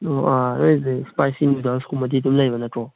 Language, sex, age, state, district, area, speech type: Manipuri, male, 18-30, Manipur, Kangpokpi, urban, conversation